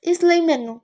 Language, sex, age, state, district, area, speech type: Punjabi, female, 18-30, Punjab, Tarn Taran, rural, spontaneous